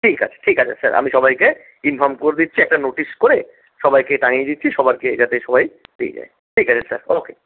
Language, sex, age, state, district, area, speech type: Bengali, male, 30-45, West Bengal, Paschim Bardhaman, urban, conversation